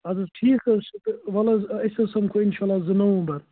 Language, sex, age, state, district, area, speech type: Kashmiri, male, 18-30, Jammu and Kashmir, Kupwara, rural, conversation